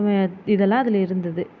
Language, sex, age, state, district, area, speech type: Tamil, female, 30-45, Tamil Nadu, Erode, rural, spontaneous